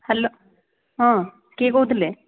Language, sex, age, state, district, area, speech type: Odia, female, 45-60, Odisha, Angul, rural, conversation